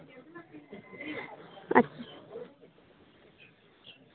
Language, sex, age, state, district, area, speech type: Santali, female, 18-30, West Bengal, Paschim Bardhaman, urban, conversation